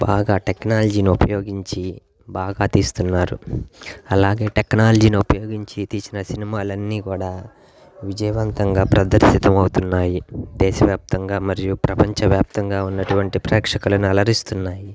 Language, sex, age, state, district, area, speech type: Telugu, male, 30-45, Andhra Pradesh, Guntur, rural, spontaneous